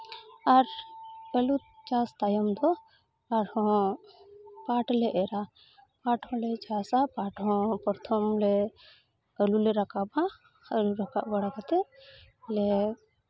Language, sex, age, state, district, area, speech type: Santali, female, 30-45, West Bengal, Malda, rural, spontaneous